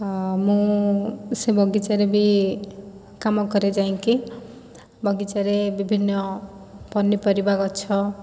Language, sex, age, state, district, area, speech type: Odia, female, 18-30, Odisha, Kendrapara, urban, spontaneous